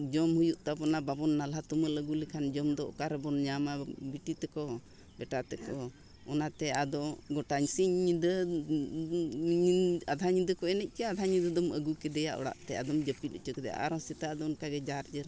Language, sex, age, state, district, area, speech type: Santali, female, 60+, Jharkhand, Bokaro, rural, spontaneous